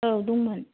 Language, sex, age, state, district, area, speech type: Bodo, female, 30-45, Assam, Kokrajhar, rural, conversation